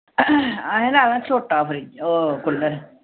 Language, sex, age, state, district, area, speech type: Dogri, female, 45-60, Jammu and Kashmir, Samba, urban, conversation